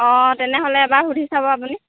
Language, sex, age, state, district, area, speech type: Assamese, female, 30-45, Assam, Morigaon, rural, conversation